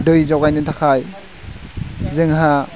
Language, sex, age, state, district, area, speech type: Bodo, male, 18-30, Assam, Udalguri, rural, spontaneous